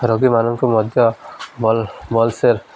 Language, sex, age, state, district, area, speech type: Odia, male, 18-30, Odisha, Malkangiri, urban, spontaneous